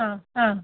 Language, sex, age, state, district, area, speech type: Malayalam, female, 45-60, Kerala, Alappuzha, rural, conversation